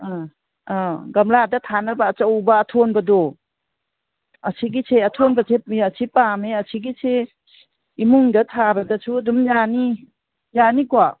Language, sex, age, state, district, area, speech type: Manipuri, female, 60+, Manipur, Imphal East, rural, conversation